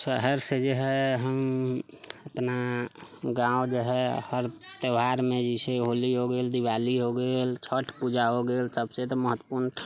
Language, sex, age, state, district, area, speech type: Maithili, male, 30-45, Bihar, Sitamarhi, urban, spontaneous